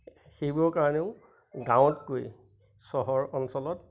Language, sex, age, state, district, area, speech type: Assamese, male, 45-60, Assam, Majuli, rural, spontaneous